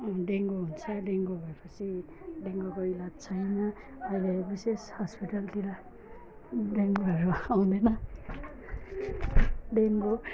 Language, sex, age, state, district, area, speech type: Nepali, female, 45-60, West Bengal, Alipurduar, rural, spontaneous